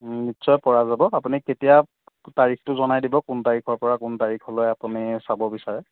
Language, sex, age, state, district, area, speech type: Assamese, male, 18-30, Assam, Jorhat, urban, conversation